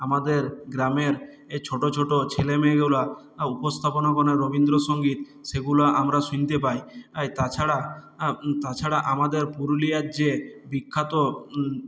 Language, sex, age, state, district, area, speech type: Bengali, male, 60+, West Bengal, Purulia, rural, spontaneous